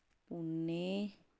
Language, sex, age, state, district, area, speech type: Punjabi, female, 18-30, Punjab, Sangrur, urban, read